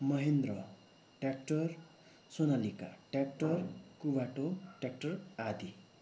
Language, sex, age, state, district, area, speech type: Nepali, male, 18-30, West Bengal, Darjeeling, rural, spontaneous